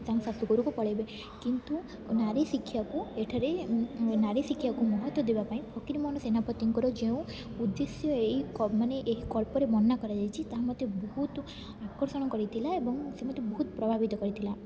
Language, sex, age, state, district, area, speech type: Odia, female, 18-30, Odisha, Rayagada, rural, spontaneous